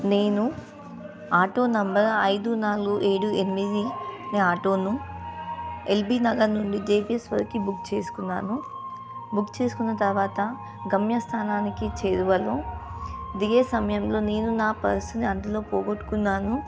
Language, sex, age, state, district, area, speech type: Telugu, female, 18-30, Telangana, Nizamabad, urban, spontaneous